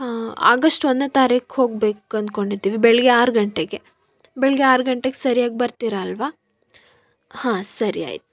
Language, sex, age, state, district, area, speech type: Kannada, female, 18-30, Karnataka, Davanagere, rural, spontaneous